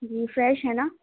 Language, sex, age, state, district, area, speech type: Urdu, female, 18-30, Uttar Pradesh, Gautam Buddha Nagar, urban, conversation